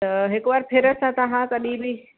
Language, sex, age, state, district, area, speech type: Sindhi, female, 30-45, Uttar Pradesh, Lucknow, urban, conversation